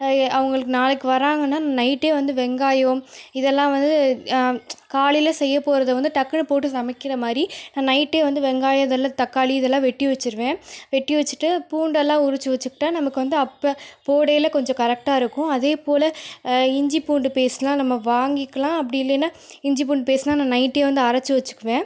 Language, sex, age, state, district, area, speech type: Tamil, female, 18-30, Tamil Nadu, Pudukkottai, rural, spontaneous